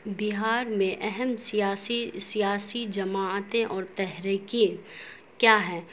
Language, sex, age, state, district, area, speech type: Urdu, female, 18-30, Bihar, Saharsa, urban, spontaneous